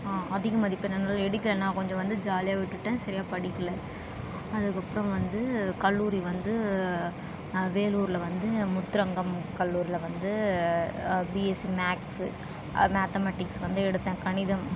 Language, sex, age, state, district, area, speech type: Tamil, female, 18-30, Tamil Nadu, Tiruvannamalai, urban, spontaneous